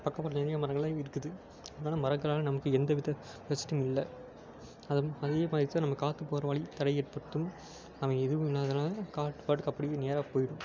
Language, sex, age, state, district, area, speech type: Tamil, male, 18-30, Tamil Nadu, Tiruppur, rural, spontaneous